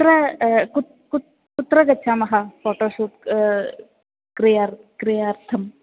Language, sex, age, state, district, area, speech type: Sanskrit, female, 18-30, Kerala, Thrissur, urban, conversation